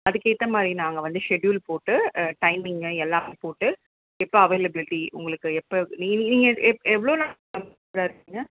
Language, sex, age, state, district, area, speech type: Tamil, female, 45-60, Tamil Nadu, Chennai, urban, conversation